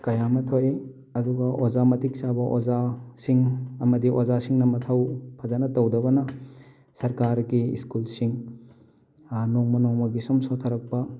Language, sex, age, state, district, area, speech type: Manipuri, male, 30-45, Manipur, Thoubal, rural, spontaneous